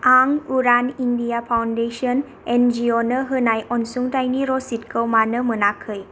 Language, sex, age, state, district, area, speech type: Bodo, female, 18-30, Assam, Kokrajhar, rural, read